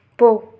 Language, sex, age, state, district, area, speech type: Tamil, female, 18-30, Tamil Nadu, Tiruppur, rural, read